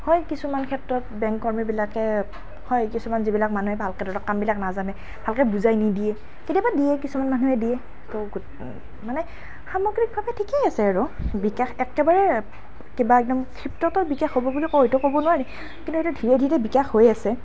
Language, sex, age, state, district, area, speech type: Assamese, female, 18-30, Assam, Nalbari, rural, spontaneous